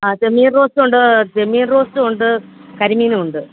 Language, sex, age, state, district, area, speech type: Malayalam, female, 45-60, Kerala, Pathanamthitta, rural, conversation